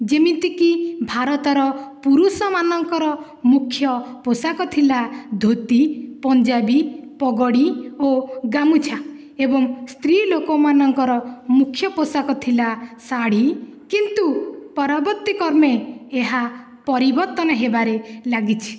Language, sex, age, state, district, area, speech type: Odia, female, 18-30, Odisha, Dhenkanal, rural, spontaneous